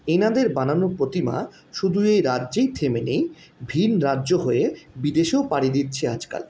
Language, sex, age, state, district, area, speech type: Bengali, male, 30-45, West Bengal, Paschim Bardhaman, urban, spontaneous